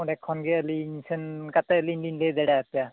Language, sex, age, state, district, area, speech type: Santali, male, 45-60, Odisha, Mayurbhanj, rural, conversation